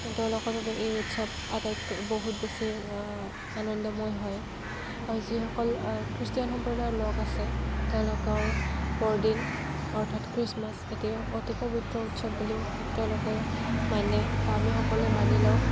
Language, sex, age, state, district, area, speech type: Assamese, female, 18-30, Assam, Kamrup Metropolitan, urban, spontaneous